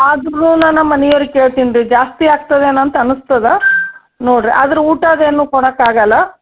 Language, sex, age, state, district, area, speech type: Kannada, female, 60+, Karnataka, Gulbarga, urban, conversation